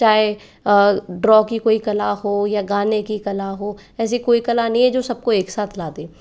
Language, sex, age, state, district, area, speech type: Hindi, female, 60+, Rajasthan, Jaipur, urban, spontaneous